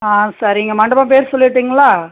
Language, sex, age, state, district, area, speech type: Tamil, female, 45-60, Tamil Nadu, Cuddalore, rural, conversation